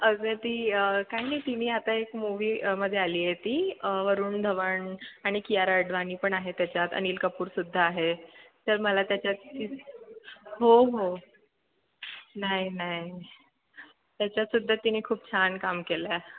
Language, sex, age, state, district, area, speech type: Marathi, female, 18-30, Maharashtra, Mumbai Suburban, urban, conversation